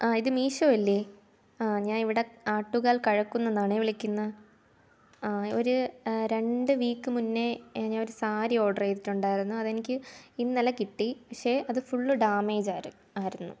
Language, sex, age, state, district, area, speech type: Malayalam, female, 18-30, Kerala, Thiruvananthapuram, rural, spontaneous